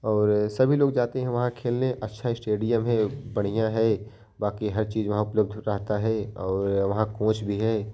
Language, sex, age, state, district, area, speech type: Hindi, male, 18-30, Uttar Pradesh, Jaunpur, rural, spontaneous